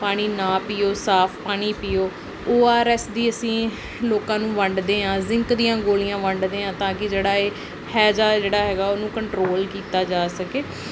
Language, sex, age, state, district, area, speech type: Punjabi, female, 18-30, Punjab, Pathankot, rural, spontaneous